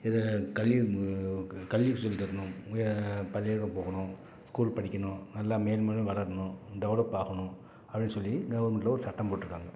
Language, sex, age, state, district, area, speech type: Tamil, male, 45-60, Tamil Nadu, Salem, rural, spontaneous